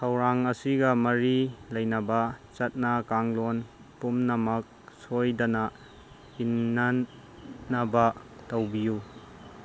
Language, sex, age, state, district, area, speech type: Manipuri, male, 30-45, Manipur, Chandel, rural, read